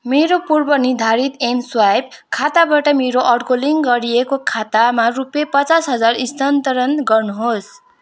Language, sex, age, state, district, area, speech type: Nepali, female, 18-30, West Bengal, Kalimpong, rural, read